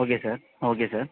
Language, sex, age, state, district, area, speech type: Tamil, male, 30-45, Tamil Nadu, Madurai, urban, conversation